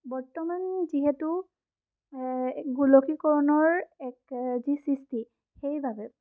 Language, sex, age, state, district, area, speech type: Assamese, female, 18-30, Assam, Sonitpur, rural, spontaneous